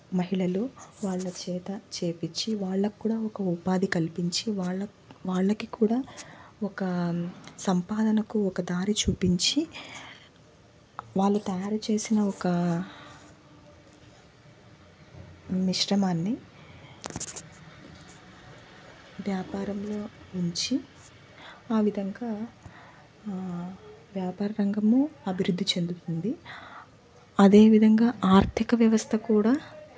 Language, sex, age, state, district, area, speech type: Telugu, female, 30-45, Andhra Pradesh, Guntur, urban, spontaneous